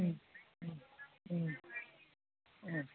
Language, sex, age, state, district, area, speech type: Bodo, female, 30-45, Assam, Baksa, rural, conversation